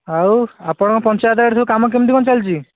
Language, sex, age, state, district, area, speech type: Odia, male, 60+, Odisha, Jajpur, rural, conversation